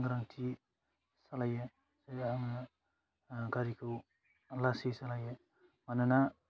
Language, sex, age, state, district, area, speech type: Bodo, male, 18-30, Assam, Udalguri, rural, spontaneous